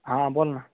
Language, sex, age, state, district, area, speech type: Marathi, male, 18-30, Maharashtra, Sangli, rural, conversation